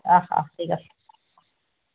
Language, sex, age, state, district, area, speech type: Assamese, female, 45-60, Assam, Golaghat, urban, conversation